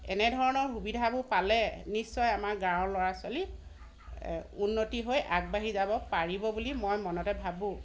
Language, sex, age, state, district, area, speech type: Assamese, female, 30-45, Assam, Dhemaji, rural, spontaneous